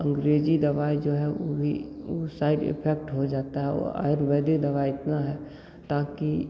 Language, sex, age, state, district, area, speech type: Hindi, male, 18-30, Bihar, Begusarai, rural, spontaneous